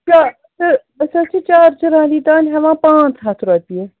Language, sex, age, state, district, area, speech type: Kashmiri, female, 30-45, Jammu and Kashmir, Srinagar, urban, conversation